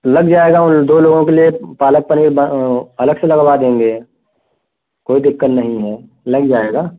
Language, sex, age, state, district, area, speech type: Hindi, male, 30-45, Uttar Pradesh, Prayagraj, urban, conversation